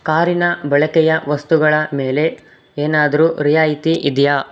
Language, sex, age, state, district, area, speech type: Kannada, male, 18-30, Karnataka, Davanagere, rural, read